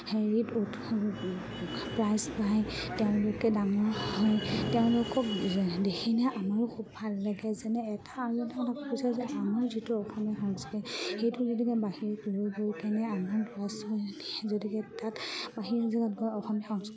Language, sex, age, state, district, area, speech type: Assamese, female, 30-45, Assam, Charaideo, rural, spontaneous